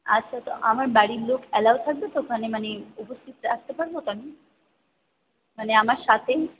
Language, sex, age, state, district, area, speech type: Bengali, female, 18-30, West Bengal, Purba Bardhaman, urban, conversation